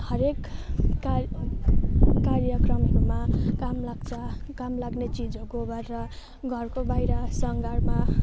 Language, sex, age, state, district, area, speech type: Nepali, female, 18-30, West Bengal, Jalpaiguri, rural, spontaneous